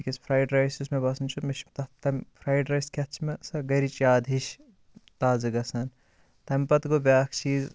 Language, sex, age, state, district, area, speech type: Kashmiri, male, 18-30, Jammu and Kashmir, Bandipora, rural, spontaneous